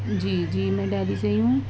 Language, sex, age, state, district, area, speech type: Urdu, female, 18-30, Delhi, East Delhi, urban, spontaneous